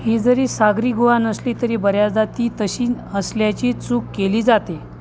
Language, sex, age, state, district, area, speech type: Marathi, male, 45-60, Maharashtra, Nashik, urban, read